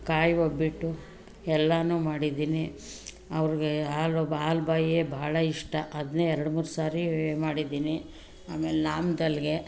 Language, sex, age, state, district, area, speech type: Kannada, female, 60+, Karnataka, Mandya, urban, spontaneous